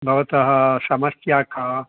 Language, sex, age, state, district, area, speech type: Sanskrit, male, 60+, Karnataka, Bangalore Urban, urban, conversation